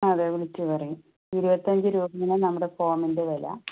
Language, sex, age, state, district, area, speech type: Malayalam, female, 60+, Kerala, Palakkad, rural, conversation